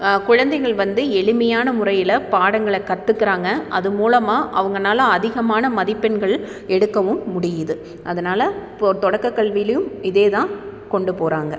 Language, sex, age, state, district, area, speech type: Tamil, female, 30-45, Tamil Nadu, Tiruppur, urban, spontaneous